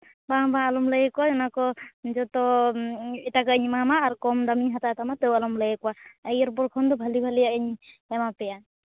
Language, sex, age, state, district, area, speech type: Santali, female, 18-30, West Bengal, Purulia, rural, conversation